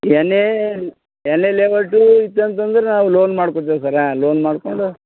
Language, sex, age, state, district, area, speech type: Kannada, male, 60+, Karnataka, Bidar, urban, conversation